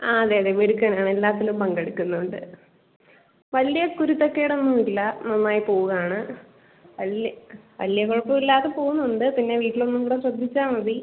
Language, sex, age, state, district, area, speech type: Malayalam, female, 18-30, Kerala, Kollam, rural, conversation